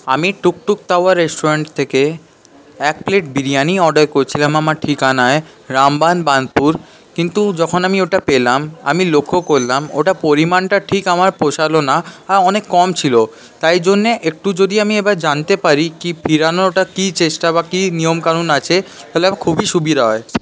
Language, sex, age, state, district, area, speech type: Bengali, male, 18-30, West Bengal, Paschim Bardhaman, urban, spontaneous